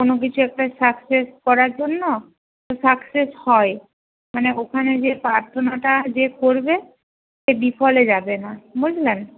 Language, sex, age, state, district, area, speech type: Bengali, female, 60+, West Bengal, Purba Medinipur, rural, conversation